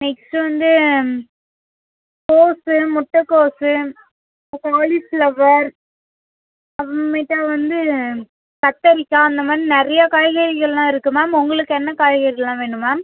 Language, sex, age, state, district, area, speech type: Tamil, female, 18-30, Tamil Nadu, Cuddalore, rural, conversation